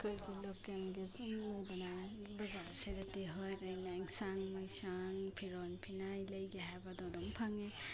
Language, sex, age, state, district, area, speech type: Manipuri, female, 30-45, Manipur, Imphal East, rural, spontaneous